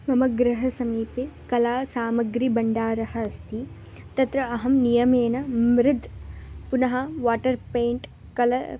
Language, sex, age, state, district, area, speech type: Sanskrit, female, 18-30, Karnataka, Bangalore Rural, rural, spontaneous